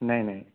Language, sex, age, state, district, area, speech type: Assamese, male, 30-45, Assam, Sonitpur, urban, conversation